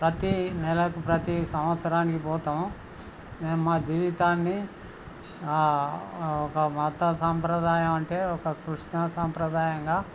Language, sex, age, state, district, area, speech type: Telugu, male, 60+, Telangana, Hanamkonda, rural, spontaneous